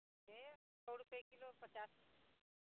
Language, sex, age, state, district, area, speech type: Maithili, female, 30-45, Bihar, Muzaffarpur, rural, conversation